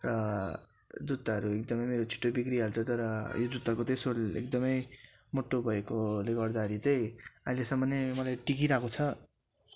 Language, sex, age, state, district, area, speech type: Nepali, male, 18-30, West Bengal, Darjeeling, rural, spontaneous